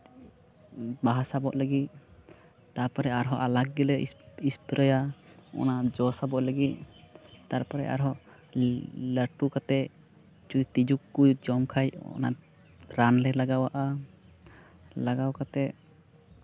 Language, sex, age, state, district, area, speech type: Santali, male, 18-30, West Bengal, Uttar Dinajpur, rural, spontaneous